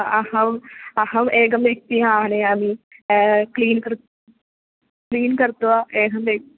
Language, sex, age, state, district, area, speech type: Sanskrit, female, 18-30, Kerala, Thrissur, urban, conversation